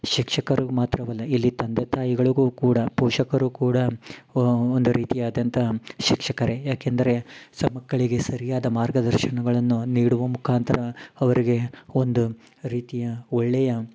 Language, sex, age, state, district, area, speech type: Kannada, male, 30-45, Karnataka, Mysore, urban, spontaneous